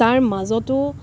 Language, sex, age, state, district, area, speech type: Assamese, female, 30-45, Assam, Dibrugarh, rural, spontaneous